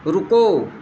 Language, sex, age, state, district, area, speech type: Hindi, male, 60+, Uttar Pradesh, Azamgarh, rural, read